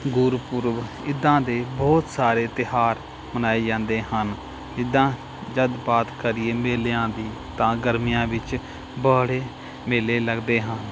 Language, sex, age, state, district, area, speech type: Punjabi, male, 30-45, Punjab, Pathankot, rural, spontaneous